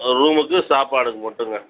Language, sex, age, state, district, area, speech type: Tamil, female, 18-30, Tamil Nadu, Cuddalore, rural, conversation